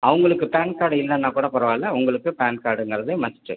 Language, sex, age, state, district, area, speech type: Tamil, male, 60+, Tamil Nadu, Ariyalur, rural, conversation